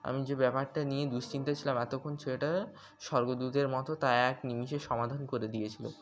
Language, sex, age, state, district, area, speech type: Bengali, male, 18-30, West Bengal, Birbhum, urban, spontaneous